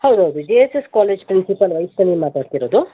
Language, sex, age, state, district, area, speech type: Kannada, female, 18-30, Karnataka, Shimoga, rural, conversation